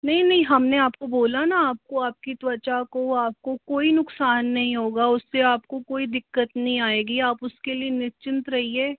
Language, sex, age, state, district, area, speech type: Hindi, female, 45-60, Rajasthan, Jaipur, urban, conversation